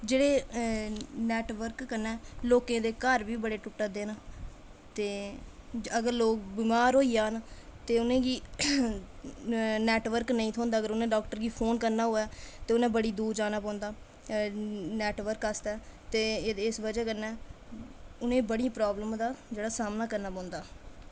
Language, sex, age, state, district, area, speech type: Dogri, female, 18-30, Jammu and Kashmir, Kathua, rural, spontaneous